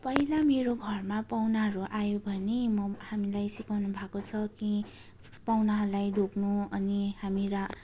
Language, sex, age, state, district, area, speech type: Nepali, female, 18-30, West Bengal, Darjeeling, rural, spontaneous